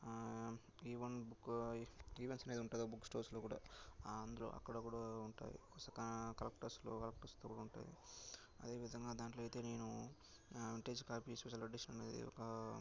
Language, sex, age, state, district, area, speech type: Telugu, male, 18-30, Andhra Pradesh, Sri Balaji, rural, spontaneous